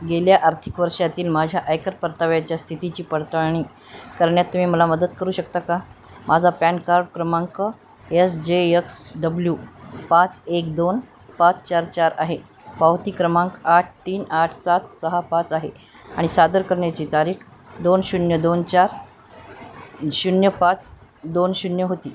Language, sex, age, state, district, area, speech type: Marathi, female, 45-60, Maharashtra, Nanded, rural, read